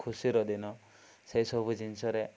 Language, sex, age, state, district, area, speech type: Odia, male, 18-30, Odisha, Koraput, urban, spontaneous